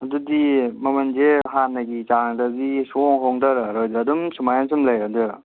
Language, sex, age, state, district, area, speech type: Manipuri, male, 30-45, Manipur, Kangpokpi, urban, conversation